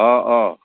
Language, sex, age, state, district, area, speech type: Assamese, male, 60+, Assam, Goalpara, urban, conversation